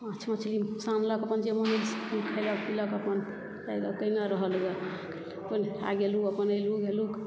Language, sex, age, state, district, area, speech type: Maithili, female, 60+, Bihar, Supaul, urban, spontaneous